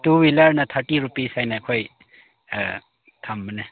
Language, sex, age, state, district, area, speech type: Manipuri, male, 30-45, Manipur, Chandel, rural, conversation